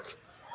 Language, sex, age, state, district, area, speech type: Assamese, male, 18-30, Assam, Lakhimpur, urban, spontaneous